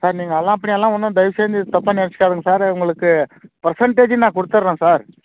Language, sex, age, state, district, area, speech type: Tamil, male, 30-45, Tamil Nadu, Krishnagiri, rural, conversation